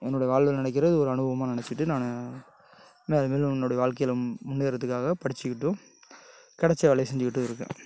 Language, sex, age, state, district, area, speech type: Tamil, male, 30-45, Tamil Nadu, Tiruchirappalli, rural, spontaneous